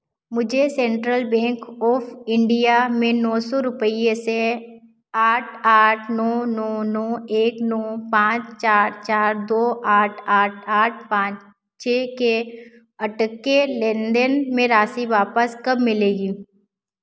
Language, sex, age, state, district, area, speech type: Hindi, female, 18-30, Madhya Pradesh, Ujjain, rural, read